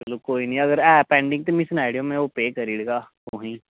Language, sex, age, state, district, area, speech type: Dogri, male, 18-30, Jammu and Kashmir, Jammu, urban, conversation